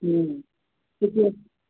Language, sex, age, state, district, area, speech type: Odia, female, 45-60, Odisha, Sundergarh, rural, conversation